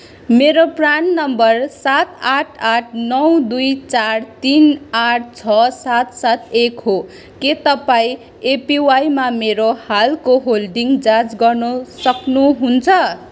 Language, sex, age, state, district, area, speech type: Nepali, female, 18-30, West Bengal, Kalimpong, rural, read